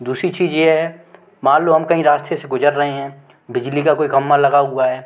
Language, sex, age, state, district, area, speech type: Hindi, male, 18-30, Madhya Pradesh, Gwalior, urban, spontaneous